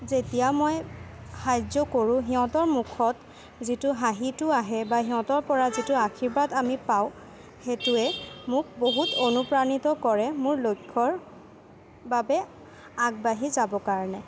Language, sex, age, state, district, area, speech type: Assamese, female, 18-30, Assam, Kamrup Metropolitan, urban, spontaneous